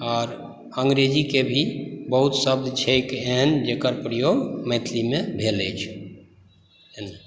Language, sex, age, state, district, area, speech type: Maithili, male, 45-60, Bihar, Supaul, rural, spontaneous